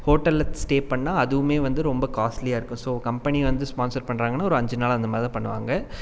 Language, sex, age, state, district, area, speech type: Tamil, male, 30-45, Tamil Nadu, Coimbatore, rural, spontaneous